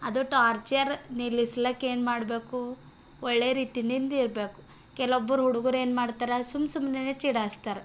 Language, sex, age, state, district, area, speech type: Kannada, female, 18-30, Karnataka, Bidar, urban, spontaneous